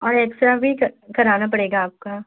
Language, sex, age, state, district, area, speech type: Hindi, female, 18-30, Madhya Pradesh, Chhindwara, urban, conversation